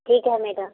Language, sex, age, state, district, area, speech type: Hindi, female, 45-60, Uttar Pradesh, Prayagraj, rural, conversation